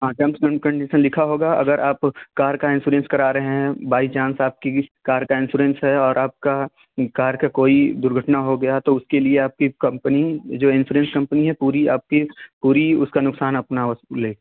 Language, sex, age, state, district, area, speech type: Hindi, male, 18-30, Uttar Pradesh, Chandauli, rural, conversation